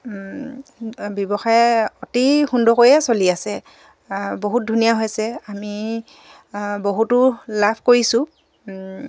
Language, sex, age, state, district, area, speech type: Assamese, female, 45-60, Assam, Dibrugarh, rural, spontaneous